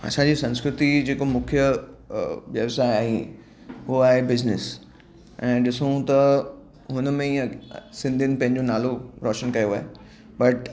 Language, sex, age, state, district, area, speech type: Sindhi, male, 30-45, Maharashtra, Mumbai Suburban, urban, spontaneous